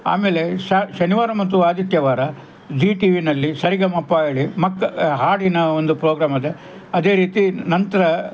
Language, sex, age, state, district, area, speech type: Kannada, male, 60+, Karnataka, Udupi, rural, spontaneous